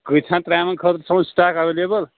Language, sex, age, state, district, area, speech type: Kashmiri, male, 30-45, Jammu and Kashmir, Kulgam, rural, conversation